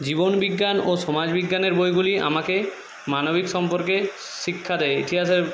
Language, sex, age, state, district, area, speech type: Bengali, male, 45-60, West Bengal, Jhargram, rural, spontaneous